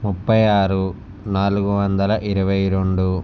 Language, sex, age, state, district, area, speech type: Telugu, male, 45-60, Andhra Pradesh, Visakhapatnam, urban, spontaneous